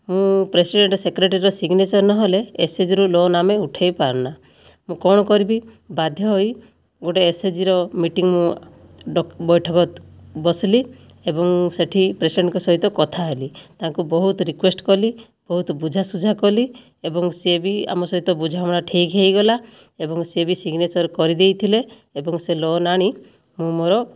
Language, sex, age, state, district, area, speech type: Odia, female, 60+, Odisha, Kandhamal, rural, spontaneous